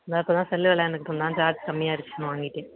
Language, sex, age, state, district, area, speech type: Tamil, female, 30-45, Tamil Nadu, Pudukkottai, urban, conversation